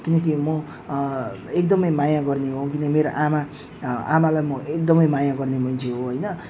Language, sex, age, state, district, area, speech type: Nepali, male, 30-45, West Bengal, Jalpaiguri, urban, spontaneous